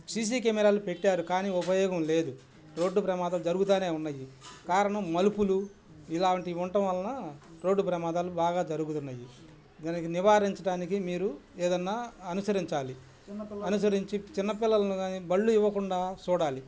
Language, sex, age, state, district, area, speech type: Telugu, male, 60+, Andhra Pradesh, Bapatla, urban, spontaneous